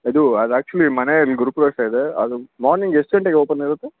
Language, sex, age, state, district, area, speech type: Kannada, male, 60+, Karnataka, Davanagere, rural, conversation